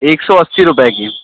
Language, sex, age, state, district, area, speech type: Hindi, male, 45-60, Uttar Pradesh, Lucknow, rural, conversation